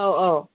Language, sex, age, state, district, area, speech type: Manipuri, female, 45-60, Manipur, Kangpokpi, urban, conversation